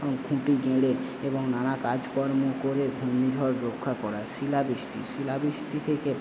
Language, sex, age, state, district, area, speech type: Bengali, male, 18-30, West Bengal, Paschim Medinipur, rural, spontaneous